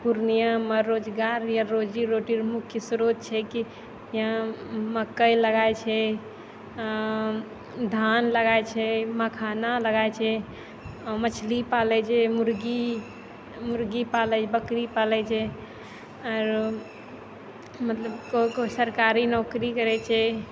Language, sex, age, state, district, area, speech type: Maithili, female, 18-30, Bihar, Purnia, rural, spontaneous